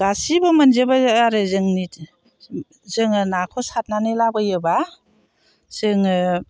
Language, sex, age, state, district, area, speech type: Bodo, female, 60+, Assam, Chirang, rural, spontaneous